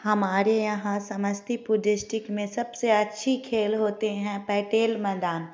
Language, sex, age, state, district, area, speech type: Hindi, female, 30-45, Bihar, Samastipur, rural, spontaneous